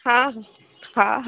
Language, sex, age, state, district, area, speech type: Odia, female, 45-60, Odisha, Sundergarh, rural, conversation